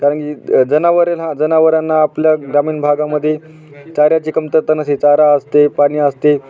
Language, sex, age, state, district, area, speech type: Marathi, male, 30-45, Maharashtra, Hingoli, urban, spontaneous